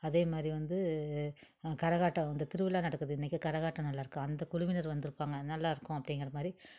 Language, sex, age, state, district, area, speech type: Tamil, female, 45-60, Tamil Nadu, Tiruppur, urban, spontaneous